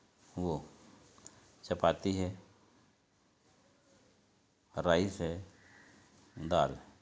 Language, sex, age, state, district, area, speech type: Hindi, male, 60+, Madhya Pradesh, Betul, urban, spontaneous